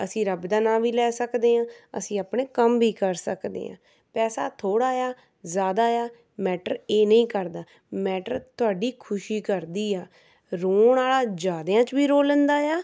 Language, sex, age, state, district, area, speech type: Punjabi, female, 30-45, Punjab, Rupnagar, urban, spontaneous